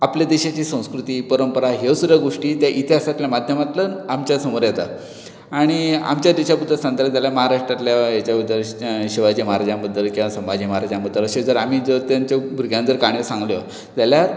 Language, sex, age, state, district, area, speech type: Goan Konkani, male, 60+, Goa, Bardez, rural, spontaneous